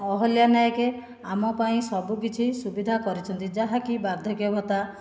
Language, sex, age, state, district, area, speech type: Odia, female, 45-60, Odisha, Khordha, rural, spontaneous